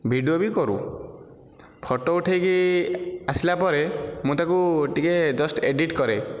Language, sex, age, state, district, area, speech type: Odia, male, 18-30, Odisha, Nayagarh, rural, spontaneous